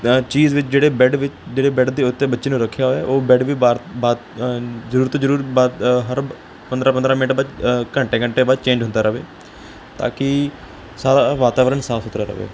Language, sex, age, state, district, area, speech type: Punjabi, male, 18-30, Punjab, Kapurthala, urban, spontaneous